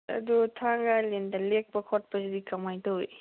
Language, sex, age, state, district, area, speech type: Manipuri, female, 18-30, Manipur, Senapati, rural, conversation